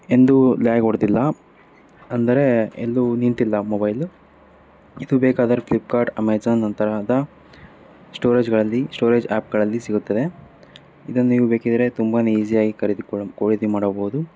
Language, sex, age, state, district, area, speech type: Kannada, male, 18-30, Karnataka, Davanagere, urban, spontaneous